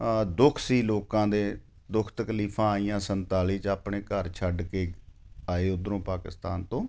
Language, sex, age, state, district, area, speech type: Punjabi, male, 45-60, Punjab, Ludhiana, urban, spontaneous